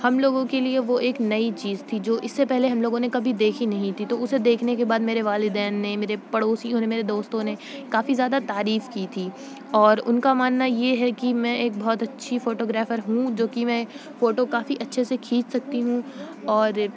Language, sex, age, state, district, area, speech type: Urdu, female, 18-30, Uttar Pradesh, Shahjahanpur, rural, spontaneous